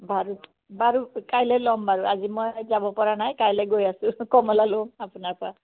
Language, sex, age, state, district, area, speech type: Assamese, female, 45-60, Assam, Biswanath, rural, conversation